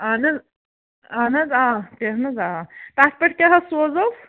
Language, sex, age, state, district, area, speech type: Kashmiri, female, 45-60, Jammu and Kashmir, Ganderbal, rural, conversation